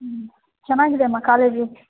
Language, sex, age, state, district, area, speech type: Kannada, female, 18-30, Karnataka, Chitradurga, rural, conversation